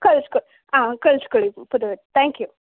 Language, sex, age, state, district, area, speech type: Kannada, female, 18-30, Karnataka, Mysore, rural, conversation